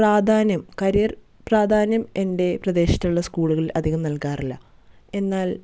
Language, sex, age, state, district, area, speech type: Malayalam, female, 18-30, Kerala, Thrissur, rural, spontaneous